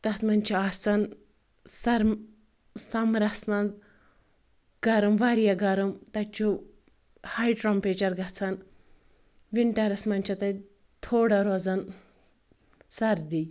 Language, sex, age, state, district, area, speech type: Kashmiri, female, 30-45, Jammu and Kashmir, Anantnag, rural, spontaneous